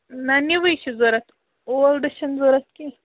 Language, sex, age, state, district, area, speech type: Kashmiri, female, 18-30, Jammu and Kashmir, Baramulla, rural, conversation